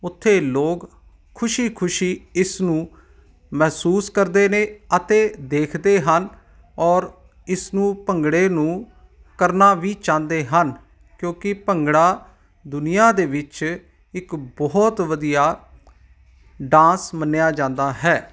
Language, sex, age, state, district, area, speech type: Punjabi, male, 45-60, Punjab, Ludhiana, urban, spontaneous